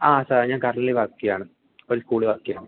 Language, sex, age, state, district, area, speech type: Malayalam, male, 18-30, Kerala, Idukki, rural, conversation